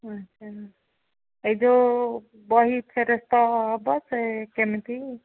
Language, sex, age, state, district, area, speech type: Odia, female, 45-60, Odisha, Ganjam, urban, conversation